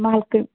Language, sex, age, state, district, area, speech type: Kashmiri, female, 30-45, Jammu and Kashmir, Srinagar, urban, conversation